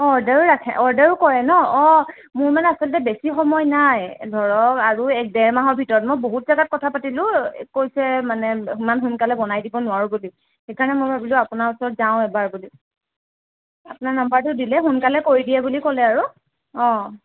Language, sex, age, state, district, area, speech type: Assamese, female, 18-30, Assam, Morigaon, rural, conversation